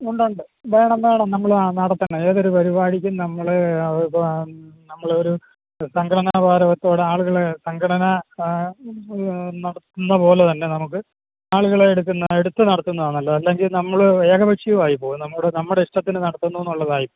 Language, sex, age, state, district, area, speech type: Malayalam, male, 60+, Kerala, Alappuzha, rural, conversation